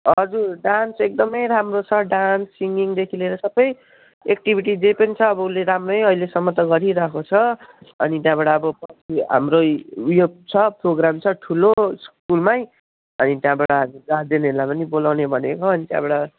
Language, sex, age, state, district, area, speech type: Nepali, male, 45-60, West Bengal, Jalpaiguri, rural, conversation